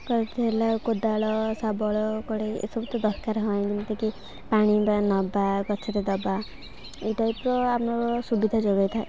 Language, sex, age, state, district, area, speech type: Odia, female, 18-30, Odisha, Kendrapara, urban, spontaneous